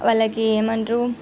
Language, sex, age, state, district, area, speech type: Telugu, female, 45-60, Andhra Pradesh, Visakhapatnam, urban, spontaneous